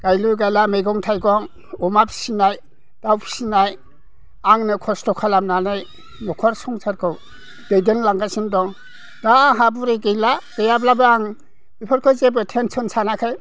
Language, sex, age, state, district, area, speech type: Bodo, male, 60+, Assam, Udalguri, rural, spontaneous